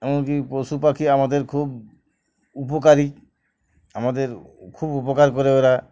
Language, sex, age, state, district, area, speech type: Bengali, male, 45-60, West Bengal, Uttar Dinajpur, urban, spontaneous